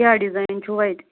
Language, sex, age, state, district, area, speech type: Kashmiri, female, 30-45, Jammu and Kashmir, Anantnag, rural, conversation